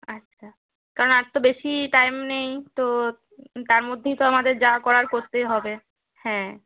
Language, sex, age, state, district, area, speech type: Bengali, female, 18-30, West Bengal, Nadia, rural, conversation